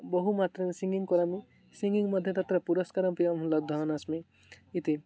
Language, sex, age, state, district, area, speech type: Sanskrit, male, 18-30, Odisha, Mayurbhanj, rural, spontaneous